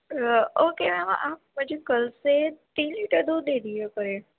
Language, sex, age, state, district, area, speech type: Urdu, female, 18-30, Uttar Pradesh, Gautam Buddha Nagar, urban, conversation